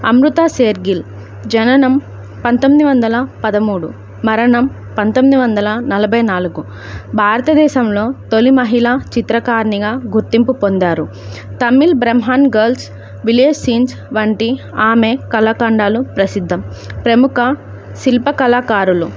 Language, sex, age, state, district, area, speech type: Telugu, female, 18-30, Andhra Pradesh, Alluri Sitarama Raju, rural, spontaneous